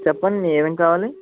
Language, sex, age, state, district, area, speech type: Telugu, male, 18-30, Andhra Pradesh, Eluru, urban, conversation